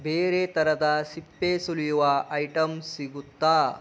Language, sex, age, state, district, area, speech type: Kannada, male, 30-45, Karnataka, Chikkaballapur, rural, read